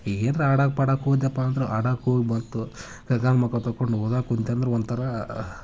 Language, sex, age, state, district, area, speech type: Kannada, male, 18-30, Karnataka, Haveri, rural, spontaneous